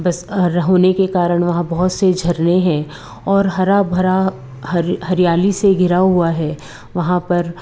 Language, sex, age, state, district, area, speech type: Hindi, female, 45-60, Madhya Pradesh, Betul, urban, spontaneous